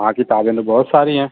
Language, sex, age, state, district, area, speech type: Urdu, male, 30-45, Uttar Pradesh, Azamgarh, rural, conversation